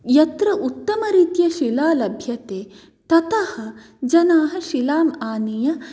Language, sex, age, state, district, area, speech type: Sanskrit, female, 30-45, Karnataka, Dakshina Kannada, rural, spontaneous